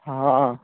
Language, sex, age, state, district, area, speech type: Odia, male, 45-60, Odisha, Rayagada, rural, conversation